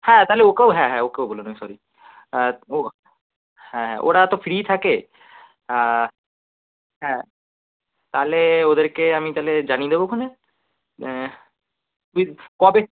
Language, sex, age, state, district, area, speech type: Bengali, male, 18-30, West Bengal, Kolkata, urban, conversation